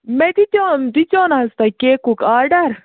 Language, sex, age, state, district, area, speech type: Kashmiri, female, 30-45, Jammu and Kashmir, Budgam, rural, conversation